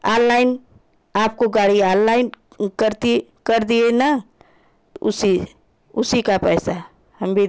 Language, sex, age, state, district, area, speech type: Hindi, female, 45-60, Uttar Pradesh, Chandauli, rural, spontaneous